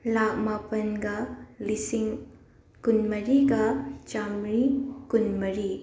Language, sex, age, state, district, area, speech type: Manipuri, female, 45-60, Manipur, Imphal West, urban, spontaneous